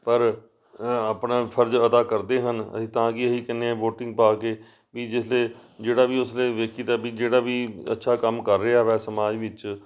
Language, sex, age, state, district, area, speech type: Punjabi, male, 45-60, Punjab, Amritsar, urban, spontaneous